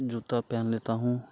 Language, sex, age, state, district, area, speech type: Hindi, male, 30-45, Bihar, Muzaffarpur, rural, spontaneous